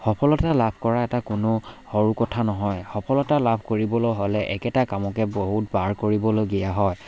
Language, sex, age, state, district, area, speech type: Assamese, male, 18-30, Assam, Charaideo, rural, spontaneous